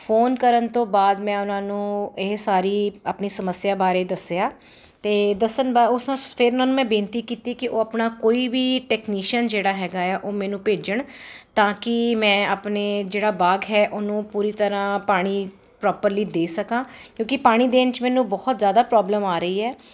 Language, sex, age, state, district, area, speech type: Punjabi, female, 45-60, Punjab, Ludhiana, urban, spontaneous